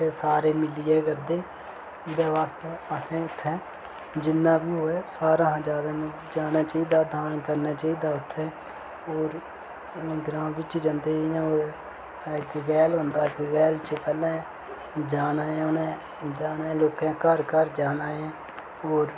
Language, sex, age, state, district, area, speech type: Dogri, male, 18-30, Jammu and Kashmir, Reasi, rural, spontaneous